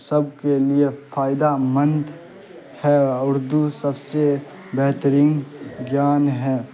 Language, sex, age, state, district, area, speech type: Urdu, male, 18-30, Bihar, Saharsa, rural, spontaneous